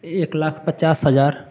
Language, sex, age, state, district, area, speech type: Hindi, male, 18-30, Bihar, Samastipur, rural, spontaneous